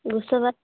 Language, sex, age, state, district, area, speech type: Bengali, female, 18-30, West Bengal, Uttar Dinajpur, urban, conversation